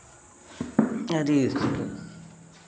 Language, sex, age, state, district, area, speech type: Hindi, male, 30-45, Uttar Pradesh, Mau, rural, spontaneous